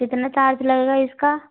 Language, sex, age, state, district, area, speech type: Hindi, female, 18-30, Rajasthan, Karauli, rural, conversation